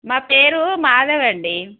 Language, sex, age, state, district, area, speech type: Telugu, female, 30-45, Telangana, Warangal, rural, conversation